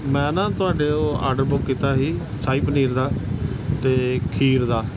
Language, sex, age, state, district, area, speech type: Punjabi, male, 45-60, Punjab, Gurdaspur, urban, spontaneous